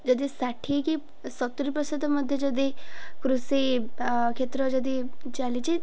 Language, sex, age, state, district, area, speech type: Odia, female, 18-30, Odisha, Ganjam, urban, spontaneous